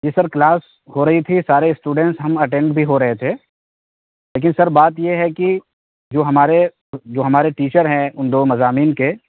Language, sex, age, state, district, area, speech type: Urdu, male, 18-30, Bihar, Purnia, rural, conversation